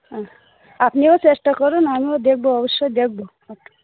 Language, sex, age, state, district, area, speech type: Bengali, female, 30-45, West Bengal, Darjeeling, urban, conversation